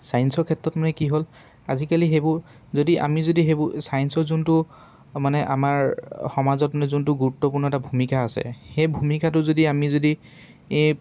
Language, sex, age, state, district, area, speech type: Assamese, male, 18-30, Assam, Dibrugarh, urban, spontaneous